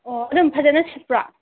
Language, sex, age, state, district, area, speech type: Manipuri, female, 30-45, Manipur, Senapati, rural, conversation